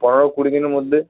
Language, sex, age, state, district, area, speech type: Bengali, male, 18-30, West Bengal, Uttar Dinajpur, urban, conversation